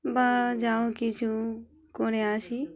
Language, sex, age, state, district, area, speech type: Bengali, female, 30-45, West Bengal, Dakshin Dinajpur, urban, spontaneous